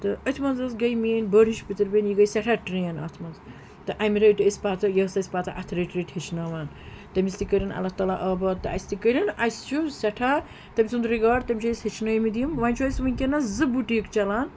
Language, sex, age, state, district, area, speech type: Kashmiri, female, 30-45, Jammu and Kashmir, Srinagar, urban, spontaneous